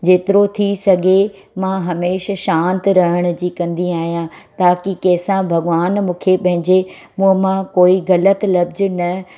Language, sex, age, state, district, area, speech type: Sindhi, female, 45-60, Gujarat, Surat, urban, spontaneous